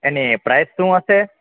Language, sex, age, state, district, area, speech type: Gujarati, male, 18-30, Gujarat, Junagadh, rural, conversation